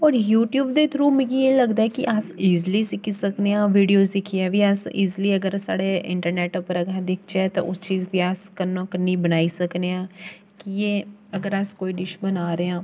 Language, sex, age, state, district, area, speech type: Dogri, female, 18-30, Jammu and Kashmir, Jammu, rural, spontaneous